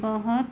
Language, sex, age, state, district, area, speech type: Hindi, female, 45-60, Madhya Pradesh, Chhindwara, rural, read